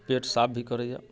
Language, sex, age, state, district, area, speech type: Maithili, male, 45-60, Bihar, Muzaffarpur, urban, spontaneous